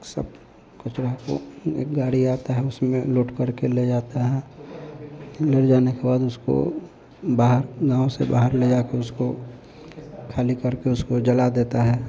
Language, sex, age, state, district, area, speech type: Hindi, male, 45-60, Bihar, Vaishali, urban, spontaneous